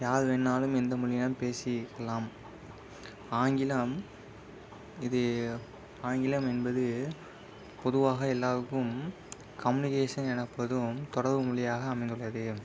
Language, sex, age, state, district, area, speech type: Tamil, male, 18-30, Tamil Nadu, Virudhunagar, urban, spontaneous